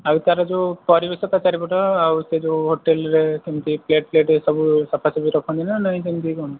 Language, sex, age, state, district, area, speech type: Odia, male, 18-30, Odisha, Nayagarh, rural, conversation